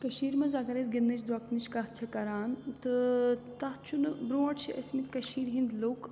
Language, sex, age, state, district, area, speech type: Kashmiri, female, 18-30, Jammu and Kashmir, Srinagar, urban, spontaneous